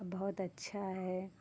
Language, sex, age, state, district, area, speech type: Hindi, female, 30-45, Uttar Pradesh, Hardoi, rural, spontaneous